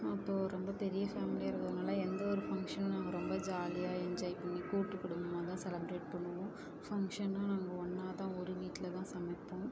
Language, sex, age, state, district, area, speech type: Tamil, female, 30-45, Tamil Nadu, Ariyalur, rural, spontaneous